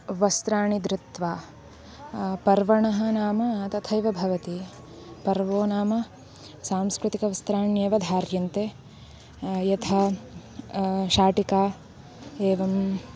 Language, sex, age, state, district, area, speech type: Sanskrit, female, 18-30, Karnataka, Uttara Kannada, rural, spontaneous